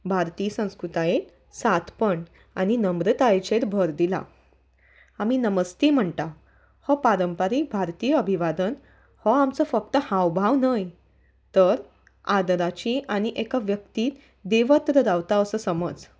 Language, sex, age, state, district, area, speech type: Goan Konkani, female, 30-45, Goa, Salcete, rural, spontaneous